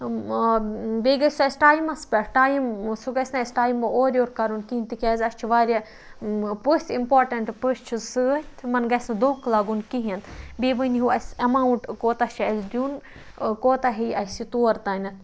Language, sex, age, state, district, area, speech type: Kashmiri, female, 30-45, Jammu and Kashmir, Budgam, rural, spontaneous